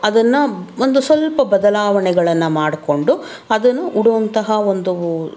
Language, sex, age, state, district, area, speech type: Kannada, female, 30-45, Karnataka, Davanagere, urban, spontaneous